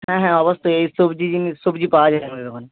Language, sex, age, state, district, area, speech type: Bengali, male, 18-30, West Bengal, Bankura, rural, conversation